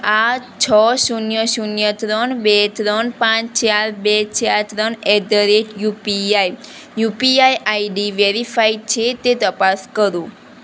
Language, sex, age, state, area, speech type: Gujarati, female, 18-30, Gujarat, rural, read